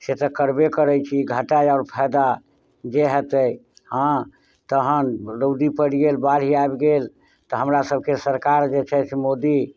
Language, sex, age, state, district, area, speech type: Maithili, male, 60+, Bihar, Muzaffarpur, rural, spontaneous